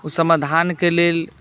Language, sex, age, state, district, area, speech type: Maithili, male, 45-60, Bihar, Sitamarhi, rural, spontaneous